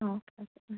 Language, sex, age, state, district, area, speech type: Malayalam, female, 18-30, Kerala, Wayanad, rural, conversation